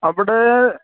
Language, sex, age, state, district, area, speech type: Malayalam, male, 60+, Kerala, Kottayam, rural, conversation